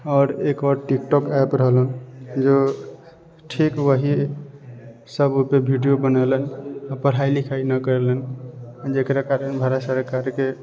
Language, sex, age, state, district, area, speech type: Maithili, male, 45-60, Bihar, Sitamarhi, rural, spontaneous